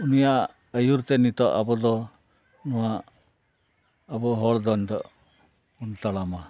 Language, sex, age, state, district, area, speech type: Santali, male, 60+, West Bengal, Purba Bardhaman, rural, spontaneous